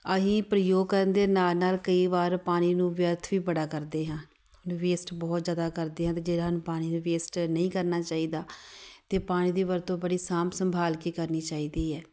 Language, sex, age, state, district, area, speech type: Punjabi, female, 30-45, Punjab, Tarn Taran, urban, spontaneous